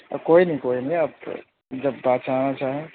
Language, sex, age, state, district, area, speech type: Urdu, male, 18-30, Delhi, North West Delhi, urban, conversation